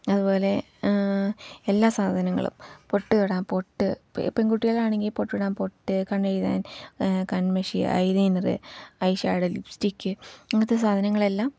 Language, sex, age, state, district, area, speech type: Malayalam, female, 18-30, Kerala, Palakkad, rural, spontaneous